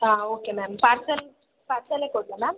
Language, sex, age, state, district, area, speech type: Kannada, female, 18-30, Karnataka, Tumkur, rural, conversation